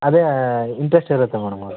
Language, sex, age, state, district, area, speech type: Kannada, male, 30-45, Karnataka, Vijayanagara, rural, conversation